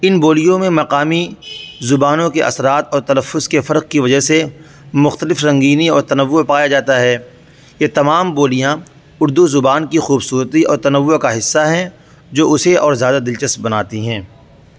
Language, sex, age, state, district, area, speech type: Urdu, male, 18-30, Uttar Pradesh, Saharanpur, urban, spontaneous